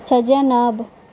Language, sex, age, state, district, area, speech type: Urdu, female, 18-30, Bihar, Madhubani, rural, spontaneous